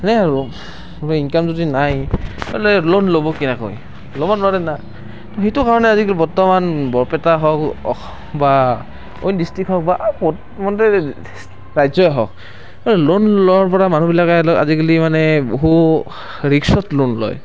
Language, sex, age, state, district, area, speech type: Assamese, male, 18-30, Assam, Barpeta, rural, spontaneous